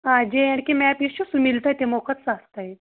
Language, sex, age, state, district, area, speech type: Kashmiri, female, 30-45, Jammu and Kashmir, Shopian, rural, conversation